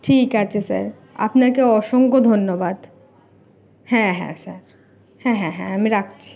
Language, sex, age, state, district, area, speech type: Bengali, female, 18-30, West Bengal, Kolkata, urban, spontaneous